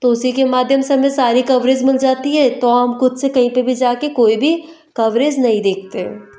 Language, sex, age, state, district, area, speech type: Hindi, female, 18-30, Madhya Pradesh, Betul, urban, spontaneous